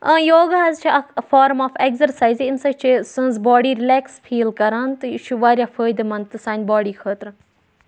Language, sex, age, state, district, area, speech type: Kashmiri, female, 18-30, Jammu and Kashmir, Budgam, rural, spontaneous